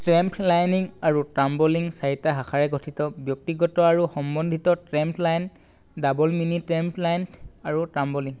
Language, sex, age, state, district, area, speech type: Assamese, male, 18-30, Assam, Tinsukia, urban, read